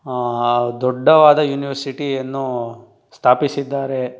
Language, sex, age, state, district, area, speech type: Kannada, male, 18-30, Karnataka, Tumkur, urban, spontaneous